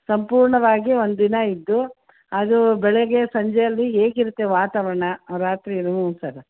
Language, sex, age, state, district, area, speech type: Kannada, female, 60+, Karnataka, Mysore, rural, conversation